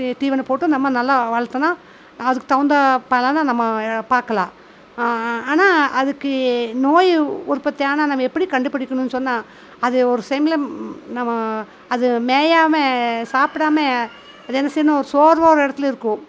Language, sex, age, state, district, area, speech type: Tamil, female, 45-60, Tamil Nadu, Coimbatore, rural, spontaneous